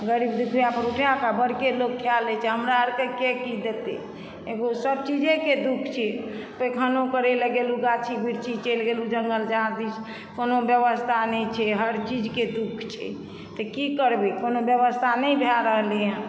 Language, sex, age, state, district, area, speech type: Maithili, female, 60+, Bihar, Supaul, rural, spontaneous